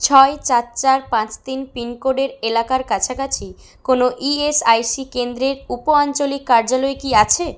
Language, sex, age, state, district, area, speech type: Bengali, female, 18-30, West Bengal, Bankura, rural, read